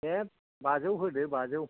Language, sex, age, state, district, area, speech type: Bodo, male, 60+, Assam, Kokrajhar, rural, conversation